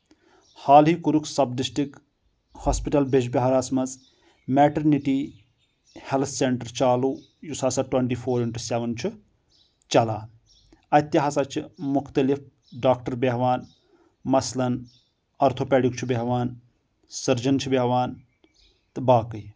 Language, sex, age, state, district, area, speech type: Kashmiri, male, 30-45, Jammu and Kashmir, Anantnag, rural, spontaneous